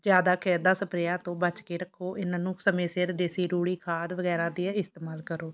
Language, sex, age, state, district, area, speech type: Punjabi, female, 30-45, Punjab, Shaheed Bhagat Singh Nagar, rural, spontaneous